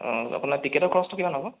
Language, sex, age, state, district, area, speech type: Assamese, male, 18-30, Assam, Sonitpur, rural, conversation